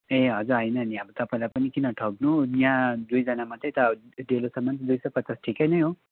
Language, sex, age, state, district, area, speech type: Nepali, male, 30-45, West Bengal, Kalimpong, rural, conversation